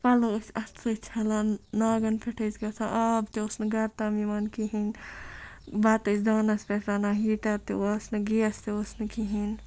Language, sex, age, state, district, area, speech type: Kashmiri, female, 45-60, Jammu and Kashmir, Ganderbal, rural, spontaneous